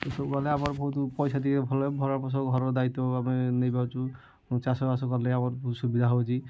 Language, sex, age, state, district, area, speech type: Odia, male, 30-45, Odisha, Kendujhar, urban, spontaneous